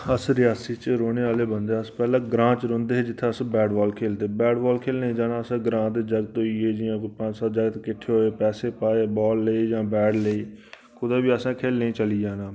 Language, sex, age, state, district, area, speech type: Dogri, male, 30-45, Jammu and Kashmir, Reasi, rural, spontaneous